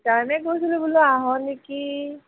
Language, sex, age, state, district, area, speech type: Assamese, female, 18-30, Assam, Golaghat, urban, conversation